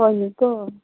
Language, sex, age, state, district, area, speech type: Manipuri, female, 18-30, Manipur, Kangpokpi, urban, conversation